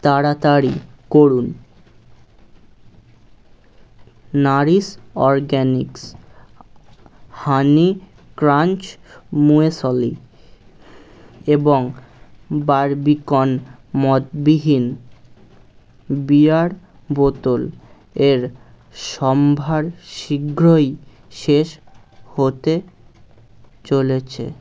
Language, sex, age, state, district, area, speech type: Bengali, male, 18-30, West Bengal, Birbhum, urban, read